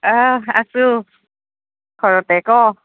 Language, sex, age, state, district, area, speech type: Assamese, female, 18-30, Assam, Goalpara, rural, conversation